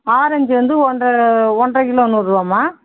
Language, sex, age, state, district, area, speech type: Tamil, female, 45-60, Tamil Nadu, Cuddalore, rural, conversation